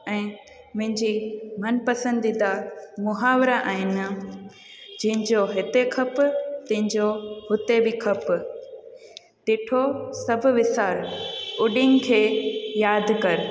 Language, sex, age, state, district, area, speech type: Sindhi, female, 18-30, Gujarat, Junagadh, urban, spontaneous